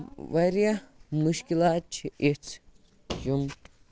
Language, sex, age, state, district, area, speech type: Kashmiri, male, 18-30, Jammu and Kashmir, Baramulla, rural, spontaneous